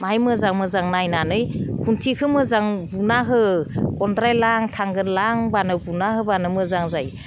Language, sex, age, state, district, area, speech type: Bodo, female, 45-60, Assam, Udalguri, rural, spontaneous